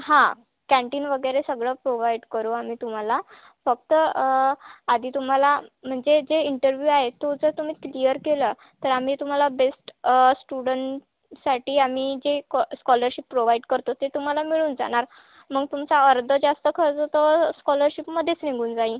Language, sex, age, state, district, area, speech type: Marathi, female, 18-30, Maharashtra, Wardha, urban, conversation